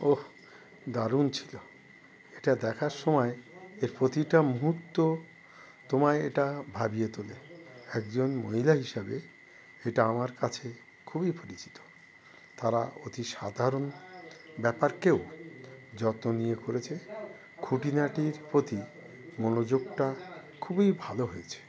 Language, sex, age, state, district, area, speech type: Bengali, male, 60+, West Bengal, Howrah, urban, read